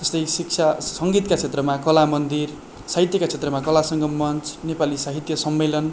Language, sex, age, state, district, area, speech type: Nepali, male, 18-30, West Bengal, Darjeeling, rural, spontaneous